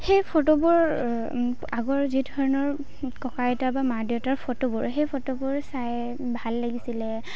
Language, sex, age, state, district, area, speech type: Assamese, female, 18-30, Assam, Kamrup Metropolitan, rural, spontaneous